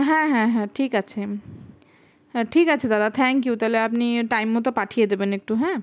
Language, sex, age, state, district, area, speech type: Bengali, female, 18-30, West Bengal, Howrah, urban, spontaneous